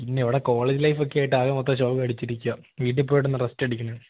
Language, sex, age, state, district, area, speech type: Malayalam, male, 18-30, Kerala, Idukki, rural, conversation